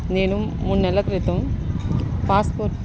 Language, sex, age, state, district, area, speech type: Telugu, female, 30-45, Andhra Pradesh, Bapatla, urban, spontaneous